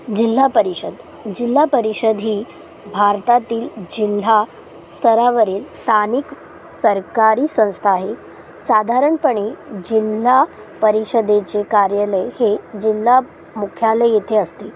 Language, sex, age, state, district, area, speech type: Marathi, female, 18-30, Maharashtra, Solapur, urban, spontaneous